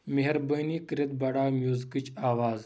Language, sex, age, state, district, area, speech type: Kashmiri, male, 18-30, Jammu and Kashmir, Kulgam, rural, read